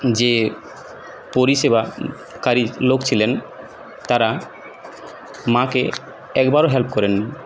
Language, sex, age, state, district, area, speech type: Bengali, male, 18-30, West Bengal, Purulia, urban, spontaneous